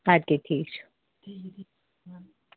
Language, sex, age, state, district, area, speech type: Kashmiri, female, 18-30, Jammu and Kashmir, Anantnag, rural, conversation